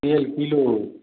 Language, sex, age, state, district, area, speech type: Maithili, male, 45-60, Bihar, Madhepura, rural, conversation